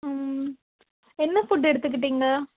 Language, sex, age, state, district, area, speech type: Tamil, female, 18-30, Tamil Nadu, Krishnagiri, rural, conversation